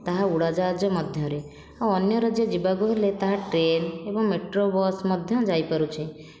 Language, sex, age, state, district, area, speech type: Odia, female, 30-45, Odisha, Khordha, rural, spontaneous